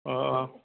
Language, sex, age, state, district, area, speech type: Assamese, male, 45-60, Assam, Nalbari, rural, conversation